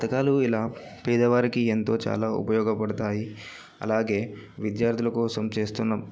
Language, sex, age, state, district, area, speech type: Telugu, male, 18-30, Telangana, Yadadri Bhuvanagiri, urban, spontaneous